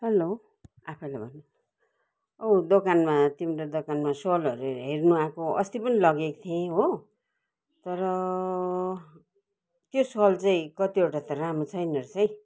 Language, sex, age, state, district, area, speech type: Nepali, female, 60+, West Bengal, Kalimpong, rural, spontaneous